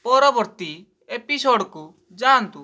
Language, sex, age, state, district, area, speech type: Odia, male, 18-30, Odisha, Balasore, rural, read